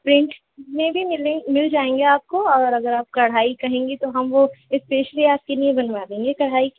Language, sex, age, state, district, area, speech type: Urdu, female, 18-30, Uttar Pradesh, Rampur, urban, conversation